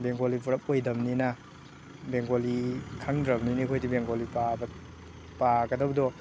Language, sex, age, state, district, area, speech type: Manipuri, male, 18-30, Manipur, Thoubal, rural, spontaneous